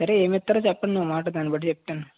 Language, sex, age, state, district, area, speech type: Telugu, male, 18-30, Andhra Pradesh, West Godavari, rural, conversation